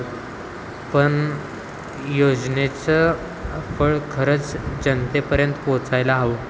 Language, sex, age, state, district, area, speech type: Marathi, male, 18-30, Maharashtra, Wardha, urban, spontaneous